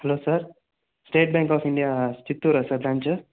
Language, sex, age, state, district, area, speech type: Telugu, male, 45-60, Andhra Pradesh, Chittoor, rural, conversation